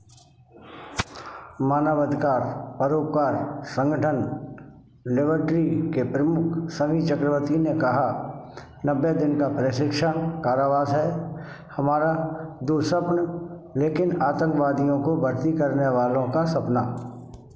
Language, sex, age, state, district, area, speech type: Hindi, male, 60+, Madhya Pradesh, Gwalior, rural, read